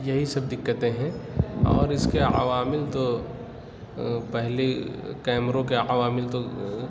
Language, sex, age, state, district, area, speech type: Urdu, male, 18-30, Uttar Pradesh, Lucknow, urban, spontaneous